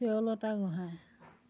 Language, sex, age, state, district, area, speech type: Assamese, female, 45-60, Assam, Dhemaji, rural, spontaneous